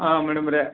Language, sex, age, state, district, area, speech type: Kannada, male, 30-45, Karnataka, Mandya, rural, conversation